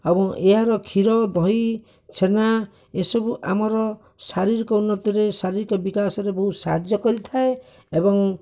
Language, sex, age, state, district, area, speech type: Odia, male, 60+, Odisha, Bhadrak, rural, spontaneous